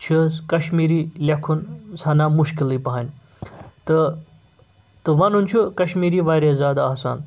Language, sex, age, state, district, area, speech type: Kashmiri, male, 30-45, Jammu and Kashmir, Srinagar, urban, spontaneous